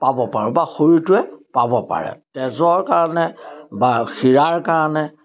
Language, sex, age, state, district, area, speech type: Assamese, male, 60+, Assam, Majuli, urban, spontaneous